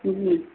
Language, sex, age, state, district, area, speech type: Hindi, female, 45-60, Uttar Pradesh, Azamgarh, rural, conversation